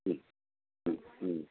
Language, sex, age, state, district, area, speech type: Malayalam, male, 60+, Kerala, Pathanamthitta, rural, conversation